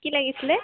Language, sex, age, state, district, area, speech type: Assamese, female, 30-45, Assam, Tinsukia, rural, conversation